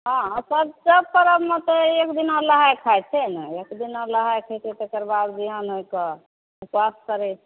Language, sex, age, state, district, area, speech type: Maithili, female, 45-60, Bihar, Begusarai, rural, conversation